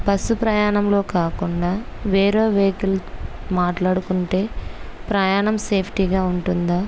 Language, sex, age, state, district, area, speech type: Telugu, female, 30-45, Andhra Pradesh, Kurnool, rural, spontaneous